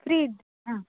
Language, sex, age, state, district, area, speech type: Kannada, female, 18-30, Karnataka, Dakshina Kannada, rural, conversation